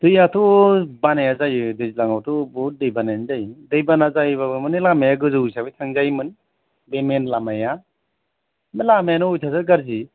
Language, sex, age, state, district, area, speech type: Bodo, male, 45-60, Assam, Chirang, urban, conversation